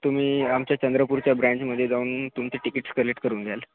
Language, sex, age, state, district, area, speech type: Marathi, male, 18-30, Maharashtra, Gadchiroli, rural, conversation